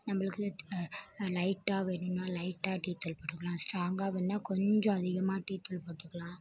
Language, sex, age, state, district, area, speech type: Tamil, female, 18-30, Tamil Nadu, Mayiladuthurai, urban, spontaneous